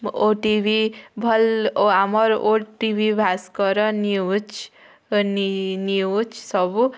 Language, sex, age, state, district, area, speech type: Odia, female, 18-30, Odisha, Bargarh, urban, spontaneous